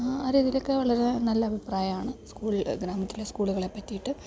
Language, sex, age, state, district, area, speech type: Malayalam, female, 30-45, Kerala, Idukki, rural, spontaneous